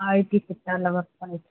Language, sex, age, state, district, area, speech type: Tamil, female, 18-30, Tamil Nadu, Chennai, urban, conversation